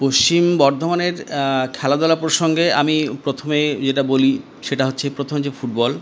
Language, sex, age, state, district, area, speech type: Bengali, male, 60+, West Bengal, Paschim Bardhaman, urban, spontaneous